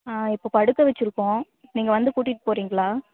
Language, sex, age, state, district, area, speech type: Tamil, female, 18-30, Tamil Nadu, Namakkal, rural, conversation